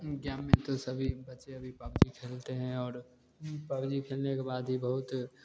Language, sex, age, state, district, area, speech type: Hindi, male, 18-30, Bihar, Begusarai, rural, spontaneous